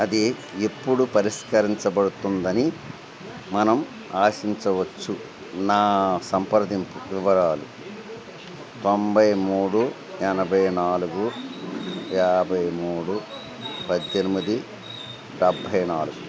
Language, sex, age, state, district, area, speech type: Telugu, male, 60+, Andhra Pradesh, Eluru, rural, read